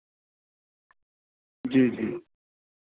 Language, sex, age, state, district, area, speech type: Urdu, male, 45-60, Delhi, South Delhi, urban, conversation